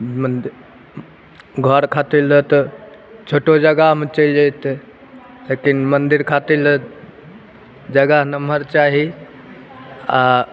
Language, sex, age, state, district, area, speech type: Maithili, male, 30-45, Bihar, Begusarai, urban, spontaneous